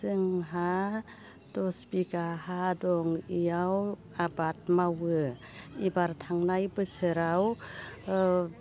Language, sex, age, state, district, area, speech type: Bodo, female, 60+, Assam, Baksa, urban, spontaneous